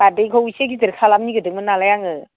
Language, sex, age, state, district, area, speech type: Bodo, female, 60+, Assam, Kokrajhar, rural, conversation